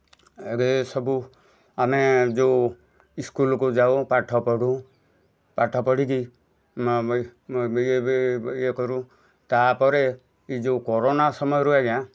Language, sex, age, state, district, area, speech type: Odia, male, 45-60, Odisha, Kendujhar, urban, spontaneous